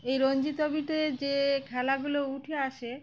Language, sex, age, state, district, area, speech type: Bengali, female, 30-45, West Bengal, Uttar Dinajpur, urban, spontaneous